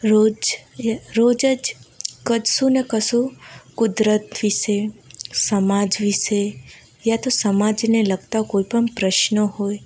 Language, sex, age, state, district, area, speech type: Gujarati, female, 18-30, Gujarat, Valsad, rural, spontaneous